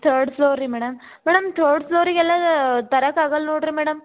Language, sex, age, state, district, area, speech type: Kannada, female, 18-30, Karnataka, Gulbarga, urban, conversation